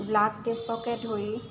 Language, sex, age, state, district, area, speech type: Assamese, female, 18-30, Assam, Jorhat, urban, spontaneous